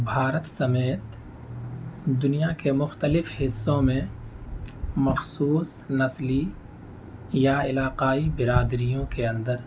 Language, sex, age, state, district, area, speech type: Urdu, male, 18-30, Delhi, North East Delhi, rural, spontaneous